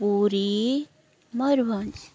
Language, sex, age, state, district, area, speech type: Odia, female, 30-45, Odisha, Kendrapara, urban, spontaneous